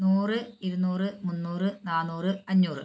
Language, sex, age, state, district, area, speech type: Malayalam, female, 60+, Kerala, Wayanad, rural, spontaneous